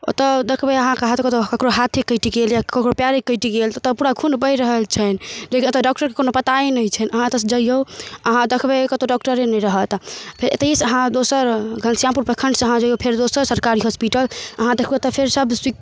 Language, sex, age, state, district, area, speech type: Maithili, female, 18-30, Bihar, Darbhanga, rural, spontaneous